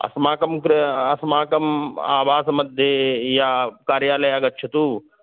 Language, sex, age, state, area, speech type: Sanskrit, male, 30-45, Uttar Pradesh, urban, conversation